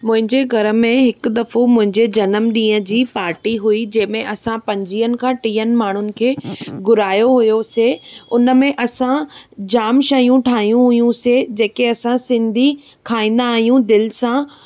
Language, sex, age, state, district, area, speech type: Sindhi, female, 18-30, Maharashtra, Thane, urban, spontaneous